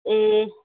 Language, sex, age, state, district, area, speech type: Nepali, female, 45-60, West Bengal, Kalimpong, rural, conversation